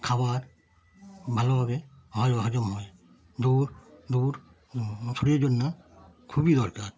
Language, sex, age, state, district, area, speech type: Bengali, male, 60+, West Bengal, Darjeeling, rural, spontaneous